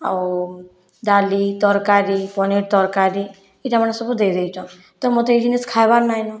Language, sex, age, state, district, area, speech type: Odia, female, 60+, Odisha, Boudh, rural, spontaneous